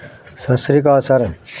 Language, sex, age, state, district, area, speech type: Punjabi, male, 60+, Punjab, Hoshiarpur, rural, spontaneous